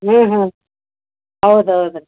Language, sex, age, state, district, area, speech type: Kannada, female, 45-60, Karnataka, Gulbarga, urban, conversation